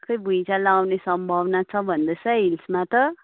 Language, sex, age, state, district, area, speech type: Nepali, female, 18-30, West Bengal, Kalimpong, rural, conversation